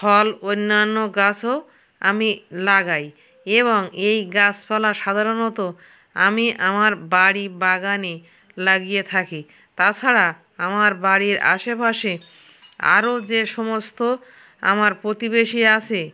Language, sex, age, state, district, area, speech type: Bengali, female, 60+, West Bengal, North 24 Parganas, rural, spontaneous